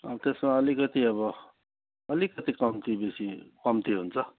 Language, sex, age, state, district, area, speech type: Nepali, male, 45-60, West Bengal, Kalimpong, rural, conversation